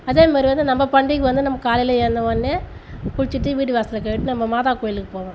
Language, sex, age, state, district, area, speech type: Tamil, female, 30-45, Tamil Nadu, Tiruvannamalai, rural, spontaneous